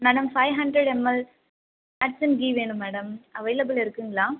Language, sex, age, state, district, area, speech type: Tamil, female, 30-45, Tamil Nadu, Viluppuram, rural, conversation